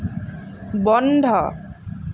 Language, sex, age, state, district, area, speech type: Assamese, female, 30-45, Assam, Lakhimpur, rural, read